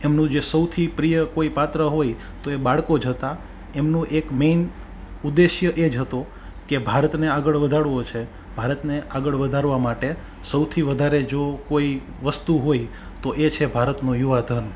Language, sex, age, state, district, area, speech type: Gujarati, male, 30-45, Gujarat, Rajkot, urban, spontaneous